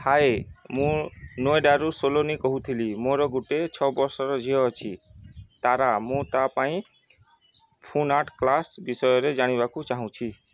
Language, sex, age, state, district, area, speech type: Odia, male, 30-45, Odisha, Nuapada, urban, read